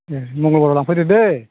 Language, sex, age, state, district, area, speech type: Bodo, male, 60+, Assam, Chirang, rural, conversation